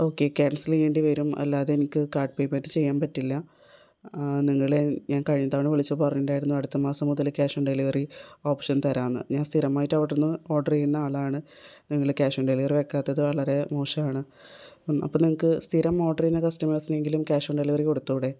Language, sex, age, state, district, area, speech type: Malayalam, female, 30-45, Kerala, Thrissur, urban, spontaneous